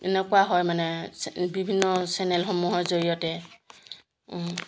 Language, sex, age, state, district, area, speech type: Assamese, female, 45-60, Assam, Jorhat, urban, spontaneous